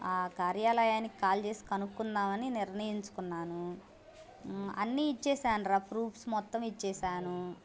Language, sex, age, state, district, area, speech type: Telugu, female, 18-30, Andhra Pradesh, Bapatla, urban, spontaneous